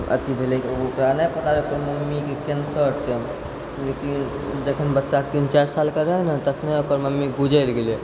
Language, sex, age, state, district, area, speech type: Maithili, female, 30-45, Bihar, Purnia, urban, spontaneous